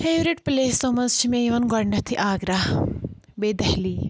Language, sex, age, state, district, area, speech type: Kashmiri, female, 30-45, Jammu and Kashmir, Anantnag, rural, spontaneous